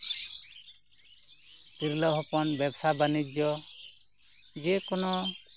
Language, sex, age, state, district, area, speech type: Santali, male, 30-45, West Bengal, Purba Bardhaman, rural, spontaneous